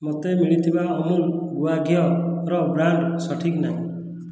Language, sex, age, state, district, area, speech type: Odia, male, 30-45, Odisha, Khordha, rural, read